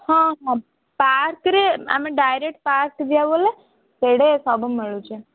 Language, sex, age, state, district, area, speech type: Odia, female, 18-30, Odisha, Ganjam, urban, conversation